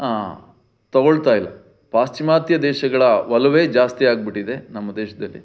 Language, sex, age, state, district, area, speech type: Kannada, male, 60+, Karnataka, Chitradurga, rural, spontaneous